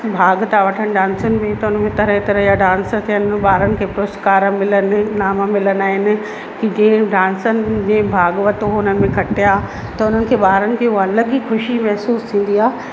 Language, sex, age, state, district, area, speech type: Sindhi, female, 30-45, Madhya Pradesh, Katni, urban, spontaneous